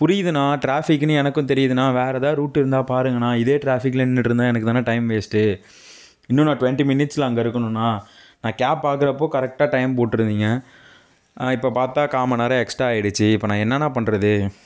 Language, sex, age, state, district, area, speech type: Tamil, male, 60+, Tamil Nadu, Tiruvarur, urban, spontaneous